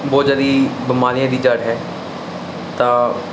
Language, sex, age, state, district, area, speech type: Punjabi, male, 30-45, Punjab, Mansa, urban, spontaneous